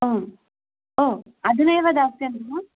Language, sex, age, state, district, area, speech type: Sanskrit, female, 30-45, Andhra Pradesh, East Godavari, rural, conversation